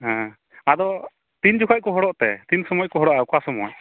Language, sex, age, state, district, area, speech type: Santali, male, 18-30, West Bengal, Malda, rural, conversation